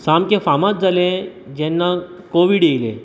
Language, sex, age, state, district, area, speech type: Goan Konkani, male, 30-45, Goa, Bardez, rural, spontaneous